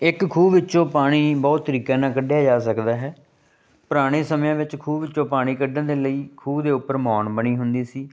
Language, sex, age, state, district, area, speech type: Punjabi, male, 30-45, Punjab, Fazilka, rural, spontaneous